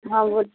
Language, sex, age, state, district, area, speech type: Hindi, female, 60+, Bihar, Samastipur, rural, conversation